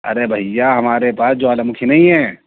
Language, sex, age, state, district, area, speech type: Urdu, male, 30-45, Delhi, East Delhi, urban, conversation